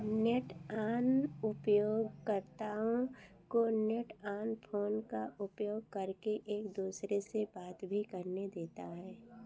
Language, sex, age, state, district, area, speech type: Hindi, female, 60+, Uttar Pradesh, Ayodhya, urban, read